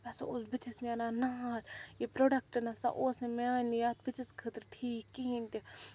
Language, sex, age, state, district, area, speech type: Kashmiri, female, 45-60, Jammu and Kashmir, Srinagar, urban, spontaneous